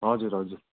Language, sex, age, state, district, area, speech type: Nepali, male, 18-30, West Bengal, Darjeeling, rural, conversation